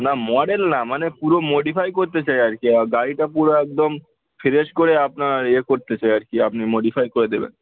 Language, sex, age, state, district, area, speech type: Bengali, male, 18-30, West Bengal, Uttar Dinajpur, urban, conversation